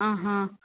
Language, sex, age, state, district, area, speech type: Sanskrit, female, 45-60, Tamil Nadu, Coimbatore, urban, conversation